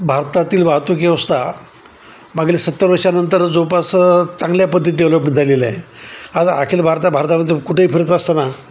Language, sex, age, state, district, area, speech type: Marathi, male, 60+, Maharashtra, Nanded, rural, spontaneous